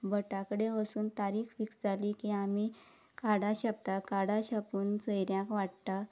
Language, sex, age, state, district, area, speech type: Goan Konkani, female, 30-45, Goa, Quepem, rural, spontaneous